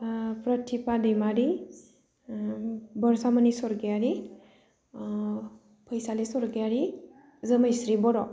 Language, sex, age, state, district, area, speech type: Bodo, female, 18-30, Assam, Udalguri, rural, spontaneous